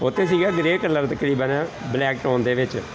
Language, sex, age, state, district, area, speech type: Punjabi, male, 45-60, Punjab, Gurdaspur, urban, spontaneous